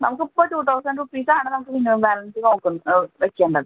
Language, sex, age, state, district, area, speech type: Malayalam, female, 30-45, Kerala, Palakkad, urban, conversation